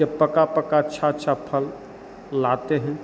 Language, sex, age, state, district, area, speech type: Hindi, male, 60+, Bihar, Begusarai, rural, spontaneous